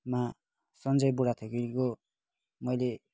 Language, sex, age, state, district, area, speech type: Nepali, male, 30-45, West Bengal, Kalimpong, rural, spontaneous